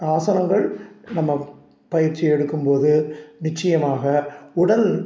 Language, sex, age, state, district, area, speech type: Tamil, male, 60+, Tamil Nadu, Salem, urban, spontaneous